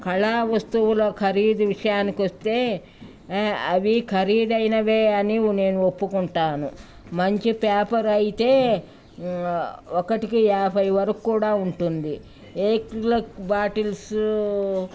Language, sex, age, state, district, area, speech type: Telugu, female, 60+, Telangana, Ranga Reddy, rural, spontaneous